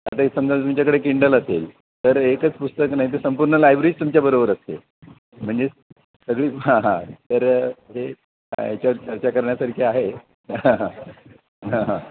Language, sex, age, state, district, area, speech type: Marathi, male, 60+, Maharashtra, Palghar, rural, conversation